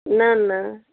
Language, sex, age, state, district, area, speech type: Sindhi, female, 30-45, Rajasthan, Ajmer, urban, conversation